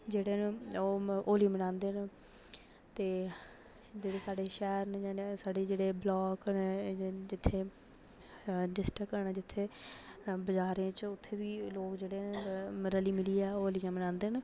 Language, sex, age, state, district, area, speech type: Dogri, female, 18-30, Jammu and Kashmir, Reasi, rural, spontaneous